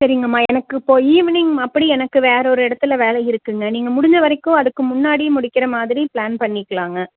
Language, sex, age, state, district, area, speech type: Tamil, female, 30-45, Tamil Nadu, Tiruppur, rural, conversation